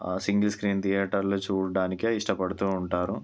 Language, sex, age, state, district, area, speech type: Telugu, male, 18-30, Telangana, Ranga Reddy, rural, spontaneous